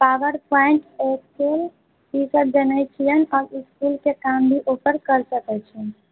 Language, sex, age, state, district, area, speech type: Maithili, female, 18-30, Bihar, Muzaffarpur, rural, conversation